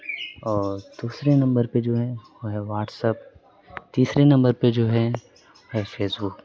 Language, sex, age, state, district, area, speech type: Urdu, male, 18-30, Uttar Pradesh, Azamgarh, rural, spontaneous